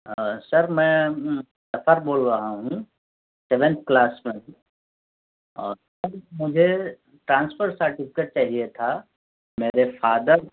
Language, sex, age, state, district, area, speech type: Urdu, female, 30-45, Uttar Pradesh, Gautam Buddha Nagar, rural, conversation